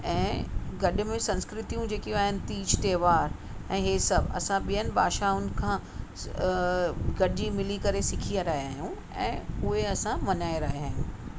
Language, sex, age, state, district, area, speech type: Sindhi, female, 45-60, Maharashtra, Mumbai Suburban, urban, spontaneous